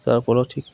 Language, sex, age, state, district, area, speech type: Assamese, male, 30-45, Assam, Goalpara, rural, spontaneous